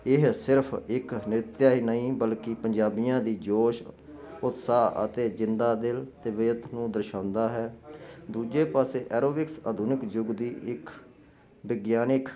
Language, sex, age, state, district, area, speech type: Punjabi, male, 45-60, Punjab, Jalandhar, urban, spontaneous